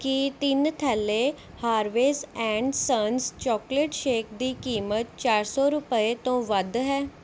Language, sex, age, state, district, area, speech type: Punjabi, female, 18-30, Punjab, Mohali, urban, read